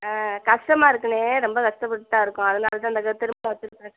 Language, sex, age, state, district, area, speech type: Tamil, female, 45-60, Tamil Nadu, Madurai, urban, conversation